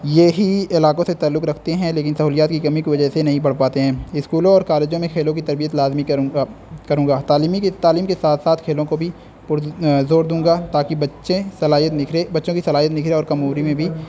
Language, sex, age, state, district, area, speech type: Urdu, male, 18-30, Uttar Pradesh, Azamgarh, rural, spontaneous